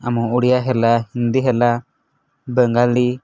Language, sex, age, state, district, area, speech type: Odia, male, 18-30, Odisha, Nuapada, urban, spontaneous